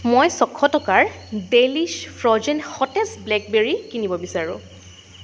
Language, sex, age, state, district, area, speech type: Assamese, female, 18-30, Assam, Sonitpur, rural, read